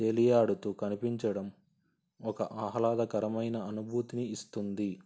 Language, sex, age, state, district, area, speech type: Telugu, male, 18-30, Andhra Pradesh, Sri Satya Sai, urban, spontaneous